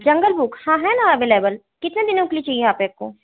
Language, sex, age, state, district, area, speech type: Hindi, female, 18-30, Madhya Pradesh, Chhindwara, urban, conversation